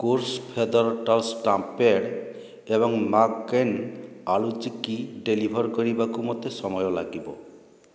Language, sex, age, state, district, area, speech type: Odia, male, 45-60, Odisha, Boudh, rural, read